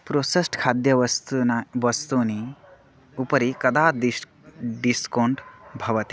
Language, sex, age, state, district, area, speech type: Sanskrit, male, 18-30, Odisha, Bargarh, rural, read